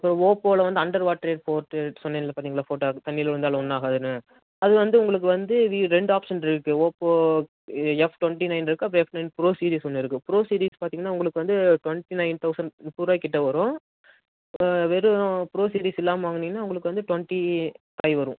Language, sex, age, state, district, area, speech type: Tamil, male, 18-30, Tamil Nadu, Tenkasi, urban, conversation